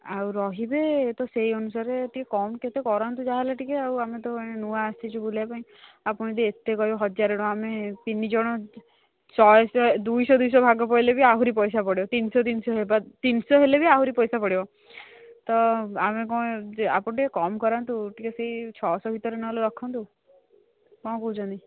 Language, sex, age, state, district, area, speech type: Odia, female, 45-60, Odisha, Angul, rural, conversation